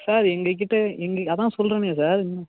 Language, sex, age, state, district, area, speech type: Tamil, male, 30-45, Tamil Nadu, Cuddalore, rural, conversation